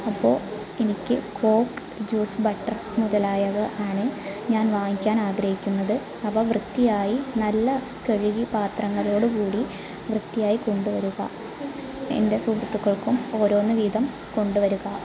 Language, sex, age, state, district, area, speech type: Malayalam, female, 30-45, Kerala, Malappuram, rural, spontaneous